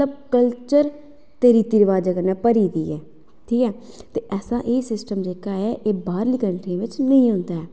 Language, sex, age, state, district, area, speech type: Dogri, female, 18-30, Jammu and Kashmir, Udhampur, rural, spontaneous